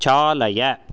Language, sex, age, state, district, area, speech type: Sanskrit, male, 18-30, Karnataka, Bangalore Urban, urban, read